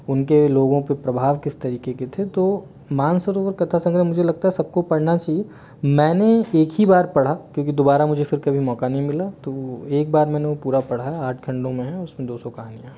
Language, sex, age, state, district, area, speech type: Hindi, male, 30-45, Delhi, New Delhi, urban, spontaneous